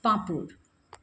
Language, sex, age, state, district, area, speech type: Bengali, female, 18-30, West Bengal, Hooghly, urban, spontaneous